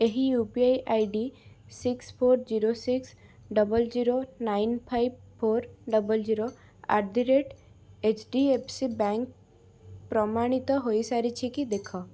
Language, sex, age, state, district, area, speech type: Odia, female, 18-30, Odisha, Cuttack, urban, read